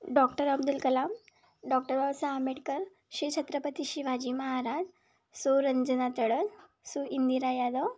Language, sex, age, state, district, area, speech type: Marathi, female, 18-30, Maharashtra, Wardha, rural, spontaneous